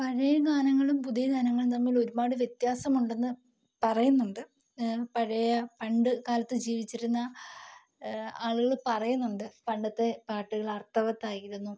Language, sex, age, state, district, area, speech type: Malayalam, female, 18-30, Kerala, Kottayam, rural, spontaneous